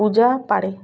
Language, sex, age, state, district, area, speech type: Odia, female, 45-60, Odisha, Malkangiri, urban, spontaneous